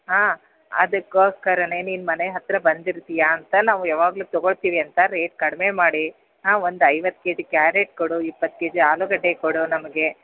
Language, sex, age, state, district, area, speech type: Kannada, female, 45-60, Karnataka, Bellary, rural, conversation